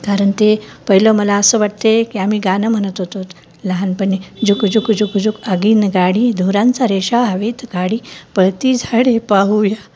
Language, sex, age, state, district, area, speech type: Marathi, female, 60+, Maharashtra, Nanded, rural, spontaneous